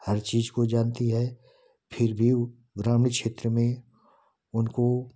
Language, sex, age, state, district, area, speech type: Hindi, male, 60+, Uttar Pradesh, Ghazipur, rural, spontaneous